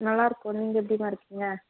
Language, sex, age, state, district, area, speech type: Tamil, female, 18-30, Tamil Nadu, Tirupattur, rural, conversation